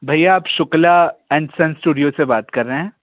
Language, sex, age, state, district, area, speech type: Hindi, male, 18-30, Madhya Pradesh, Bhopal, urban, conversation